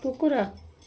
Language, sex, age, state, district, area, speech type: Odia, female, 45-60, Odisha, Koraput, urban, read